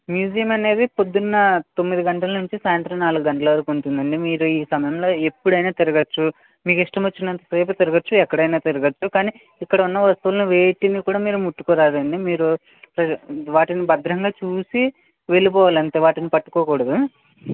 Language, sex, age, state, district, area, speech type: Telugu, male, 18-30, Andhra Pradesh, West Godavari, rural, conversation